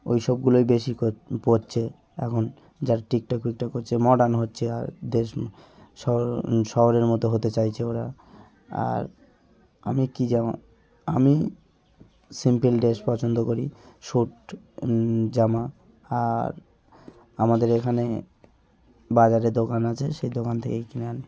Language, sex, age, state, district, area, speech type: Bengali, male, 30-45, West Bengal, Hooghly, urban, spontaneous